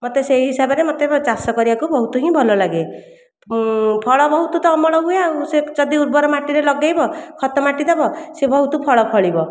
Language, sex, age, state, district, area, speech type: Odia, female, 60+, Odisha, Khordha, rural, spontaneous